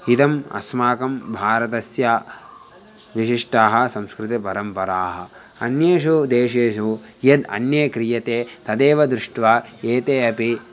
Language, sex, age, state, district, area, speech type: Sanskrit, male, 18-30, Andhra Pradesh, Guntur, rural, spontaneous